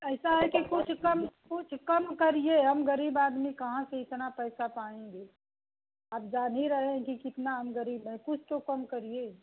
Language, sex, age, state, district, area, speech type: Hindi, female, 45-60, Uttar Pradesh, Mau, rural, conversation